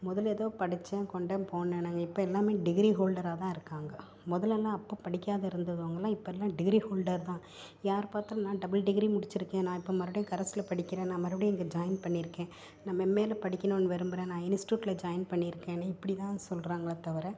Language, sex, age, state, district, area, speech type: Tamil, female, 45-60, Tamil Nadu, Tiruppur, urban, spontaneous